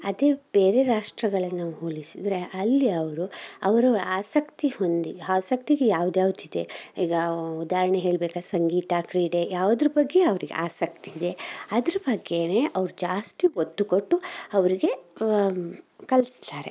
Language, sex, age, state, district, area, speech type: Kannada, male, 18-30, Karnataka, Shimoga, rural, spontaneous